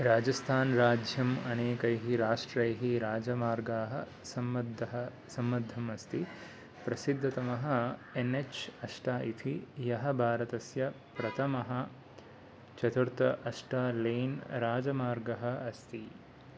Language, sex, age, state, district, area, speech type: Sanskrit, male, 18-30, Karnataka, Mysore, urban, read